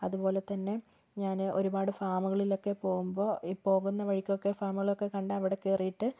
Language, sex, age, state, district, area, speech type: Malayalam, female, 18-30, Kerala, Kozhikode, urban, spontaneous